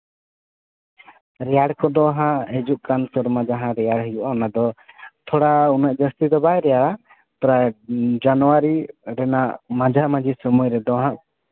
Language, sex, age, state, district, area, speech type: Santali, male, 30-45, West Bengal, Paschim Bardhaman, urban, conversation